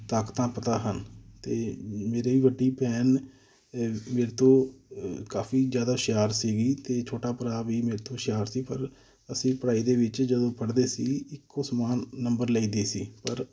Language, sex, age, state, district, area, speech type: Punjabi, male, 30-45, Punjab, Amritsar, urban, spontaneous